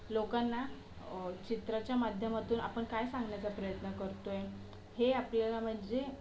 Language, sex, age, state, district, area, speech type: Marathi, female, 18-30, Maharashtra, Solapur, urban, spontaneous